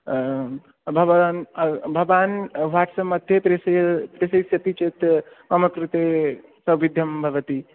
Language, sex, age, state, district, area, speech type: Sanskrit, male, 18-30, Odisha, Khordha, rural, conversation